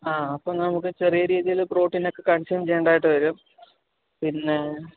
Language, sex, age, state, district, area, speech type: Malayalam, male, 30-45, Kerala, Alappuzha, rural, conversation